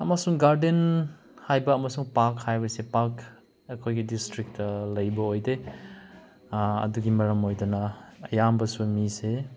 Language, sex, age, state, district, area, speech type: Manipuri, male, 30-45, Manipur, Chandel, rural, spontaneous